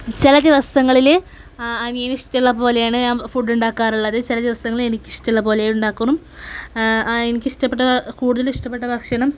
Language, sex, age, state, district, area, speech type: Malayalam, female, 18-30, Kerala, Malappuram, rural, spontaneous